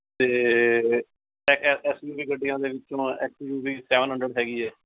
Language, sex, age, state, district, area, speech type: Punjabi, male, 45-60, Punjab, Mohali, urban, conversation